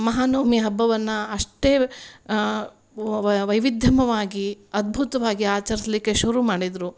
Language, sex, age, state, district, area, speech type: Kannada, female, 45-60, Karnataka, Gulbarga, urban, spontaneous